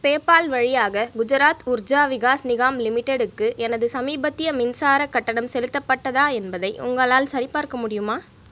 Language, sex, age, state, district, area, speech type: Tamil, female, 18-30, Tamil Nadu, Vellore, urban, read